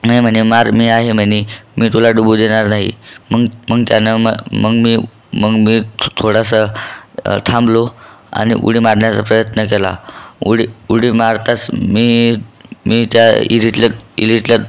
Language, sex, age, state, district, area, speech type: Marathi, male, 18-30, Maharashtra, Buldhana, rural, spontaneous